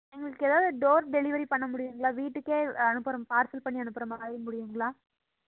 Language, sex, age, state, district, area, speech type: Tamil, female, 18-30, Tamil Nadu, Coimbatore, rural, conversation